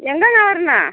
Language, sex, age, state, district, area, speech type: Tamil, female, 60+, Tamil Nadu, Tiruppur, rural, conversation